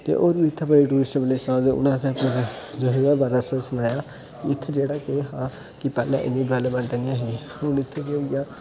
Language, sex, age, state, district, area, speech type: Dogri, male, 18-30, Jammu and Kashmir, Udhampur, urban, spontaneous